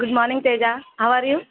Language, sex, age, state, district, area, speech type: Telugu, female, 30-45, Andhra Pradesh, Kurnool, rural, conversation